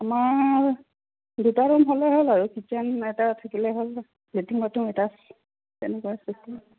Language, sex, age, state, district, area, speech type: Assamese, female, 45-60, Assam, Sonitpur, rural, conversation